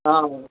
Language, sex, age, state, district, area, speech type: Tamil, male, 30-45, Tamil Nadu, Tiruvannamalai, urban, conversation